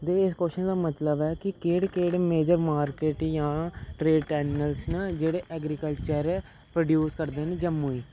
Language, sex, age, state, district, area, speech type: Dogri, male, 30-45, Jammu and Kashmir, Reasi, urban, spontaneous